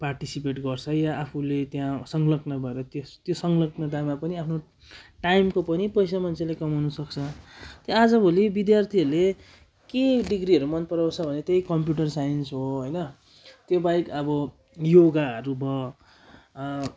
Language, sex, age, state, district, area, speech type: Nepali, male, 18-30, West Bengal, Darjeeling, rural, spontaneous